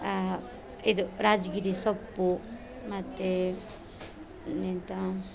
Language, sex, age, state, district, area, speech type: Kannada, female, 30-45, Karnataka, Dakshina Kannada, rural, spontaneous